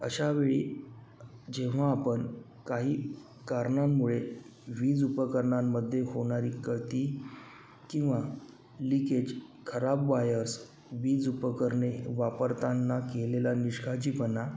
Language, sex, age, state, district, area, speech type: Marathi, male, 30-45, Maharashtra, Wardha, urban, spontaneous